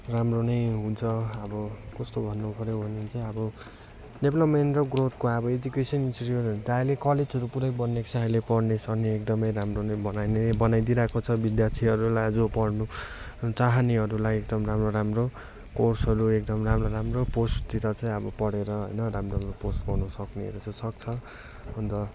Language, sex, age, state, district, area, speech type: Nepali, male, 18-30, West Bengal, Darjeeling, rural, spontaneous